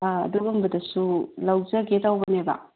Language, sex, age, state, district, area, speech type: Manipuri, female, 30-45, Manipur, Kangpokpi, urban, conversation